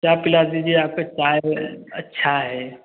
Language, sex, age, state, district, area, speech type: Hindi, male, 30-45, Uttar Pradesh, Varanasi, urban, conversation